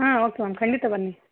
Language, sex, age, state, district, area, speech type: Kannada, female, 18-30, Karnataka, Vijayanagara, rural, conversation